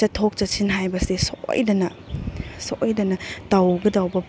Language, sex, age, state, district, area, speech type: Manipuri, female, 30-45, Manipur, Chandel, rural, spontaneous